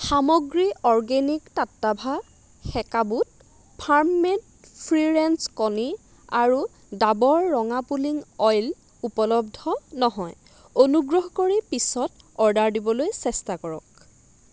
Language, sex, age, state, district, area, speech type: Assamese, female, 30-45, Assam, Dibrugarh, rural, read